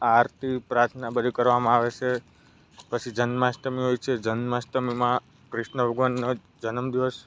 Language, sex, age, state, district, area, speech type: Gujarati, male, 18-30, Gujarat, Narmada, rural, spontaneous